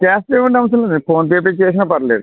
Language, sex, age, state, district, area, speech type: Telugu, male, 45-60, Andhra Pradesh, West Godavari, rural, conversation